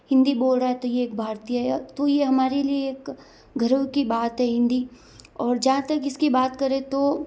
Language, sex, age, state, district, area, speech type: Hindi, female, 30-45, Rajasthan, Jodhpur, urban, spontaneous